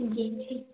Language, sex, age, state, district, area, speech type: Hindi, female, 18-30, Madhya Pradesh, Hoshangabad, urban, conversation